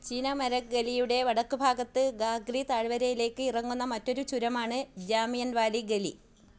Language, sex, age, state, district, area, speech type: Malayalam, female, 45-60, Kerala, Kasaragod, rural, read